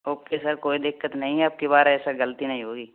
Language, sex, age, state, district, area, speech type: Hindi, male, 18-30, Rajasthan, Bharatpur, rural, conversation